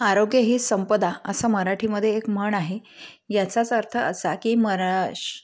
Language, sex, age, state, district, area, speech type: Marathi, female, 30-45, Maharashtra, Amravati, urban, spontaneous